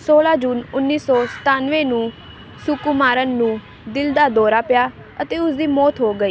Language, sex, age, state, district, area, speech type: Punjabi, female, 18-30, Punjab, Ludhiana, rural, read